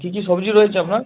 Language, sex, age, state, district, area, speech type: Bengali, male, 18-30, West Bengal, Uttar Dinajpur, rural, conversation